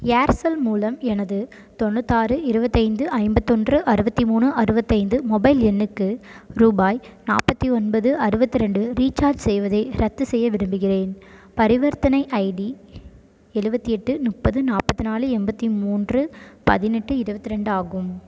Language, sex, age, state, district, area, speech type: Tamil, female, 18-30, Tamil Nadu, Tiruchirappalli, rural, read